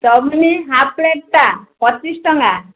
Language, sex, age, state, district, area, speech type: Odia, female, 60+, Odisha, Gajapati, rural, conversation